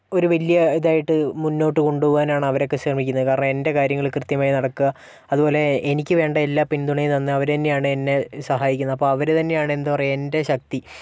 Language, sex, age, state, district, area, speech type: Malayalam, male, 18-30, Kerala, Wayanad, rural, spontaneous